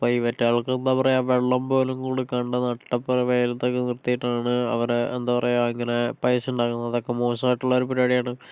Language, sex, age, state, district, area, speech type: Malayalam, male, 18-30, Kerala, Kozhikode, urban, spontaneous